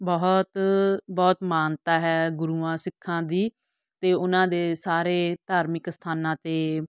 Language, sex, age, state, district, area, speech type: Punjabi, female, 45-60, Punjab, Fatehgarh Sahib, rural, spontaneous